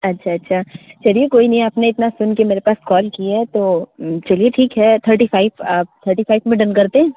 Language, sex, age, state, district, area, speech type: Hindi, female, 30-45, Uttar Pradesh, Sitapur, rural, conversation